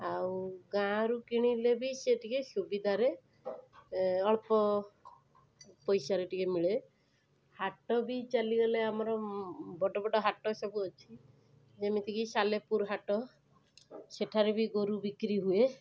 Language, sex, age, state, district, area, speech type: Odia, female, 30-45, Odisha, Cuttack, urban, spontaneous